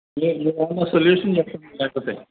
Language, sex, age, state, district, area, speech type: Telugu, male, 60+, Andhra Pradesh, Eluru, urban, conversation